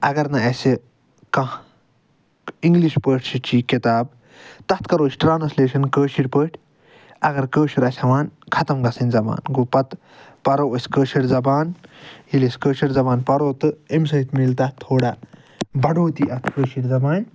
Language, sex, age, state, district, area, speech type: Kashmiri, male, 45-60, Jammu and Kashmir, Srinagar, urban, spontaneous